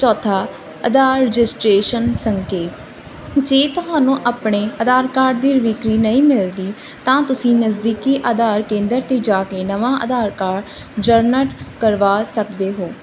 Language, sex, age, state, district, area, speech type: Punjabi, female, 30-45, Punjab, Barnala, rural, spontaneous